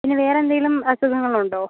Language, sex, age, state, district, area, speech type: Malayalam, female, 18-30, Kerala, Kozhikode, urban, conversation